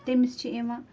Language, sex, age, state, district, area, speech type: Kashmiri, female, 45-60, Jammu and Kashmir, Bandipora, rural, spontaneous